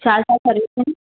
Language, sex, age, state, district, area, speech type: Sindhi, female, 30-45, Gujarat, Surat, urban, conversation